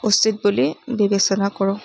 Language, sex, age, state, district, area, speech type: Assamese, female, 18-30, Assam, Majuli, urban, spontaneous